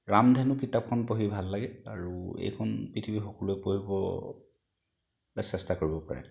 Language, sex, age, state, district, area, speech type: Assamese, male, 45-60, Assam, Charaideo, urban, spontaneous